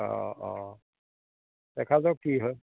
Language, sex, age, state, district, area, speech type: Assamese, male, 30-45, Assam, Majuli, urban, conversation